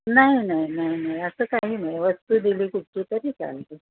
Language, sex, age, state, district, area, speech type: Marathi, female, 60+, Maharashtra, Palghar, urban, conversation